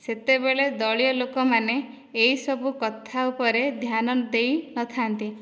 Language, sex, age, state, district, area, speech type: Odia, female, 18-30, Odisha, Dhenkanal, rural, spontaneous